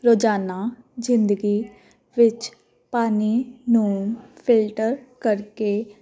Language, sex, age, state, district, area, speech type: Punjabi, female, 30-45, Punjab, Jalandhar, urban, spontaneous